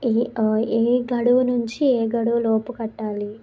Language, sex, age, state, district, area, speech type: Telugu, female, 18-30, Telangana, Sangareddy, urban, spontaneous